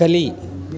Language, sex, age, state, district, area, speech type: Kannada, male, 18-30, Karnataka, Davanagere, rural, read